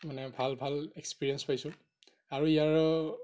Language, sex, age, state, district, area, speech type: Assamese, male, 30-45, Assam, Darrang, rural, spontaneous